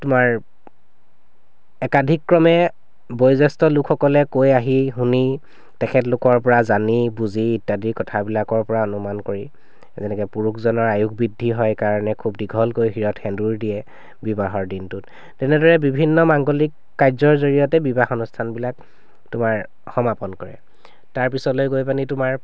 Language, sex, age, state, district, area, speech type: Assamese, male, 30-45, Assam, Sivasagar, urban, spontaneous